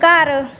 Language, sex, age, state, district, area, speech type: Punjabi, female, 18-30, Punjab, Bathinda, rural, read